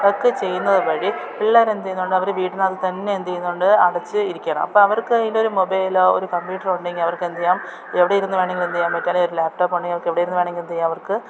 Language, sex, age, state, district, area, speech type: Malayalam, female, 30-45, Kerala, Thiruvananthapuram, urban, spontaneous